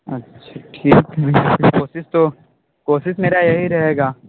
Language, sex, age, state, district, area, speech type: Hindi, male, 30-45, Uttar Pradesh, Sonbhadra, rural, conversation